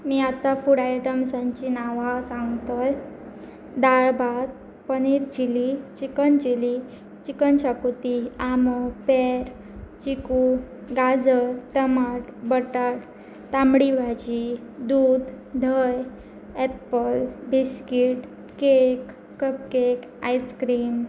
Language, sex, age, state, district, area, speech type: Goan Konkani, female, 18-30, Goa, Pernem, rural, spontaneous